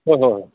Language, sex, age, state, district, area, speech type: Manipuri, male, 45-60, Manipur, Kangpokpi, urban, conversation